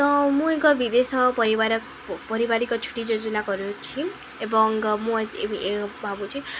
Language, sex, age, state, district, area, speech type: Odia, female, 18-30, Odisha, Subarnapur, urban, spontaneous